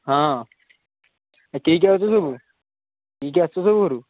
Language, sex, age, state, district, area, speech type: Odia, male, 18-30, Odisha, Puri, urban, conversation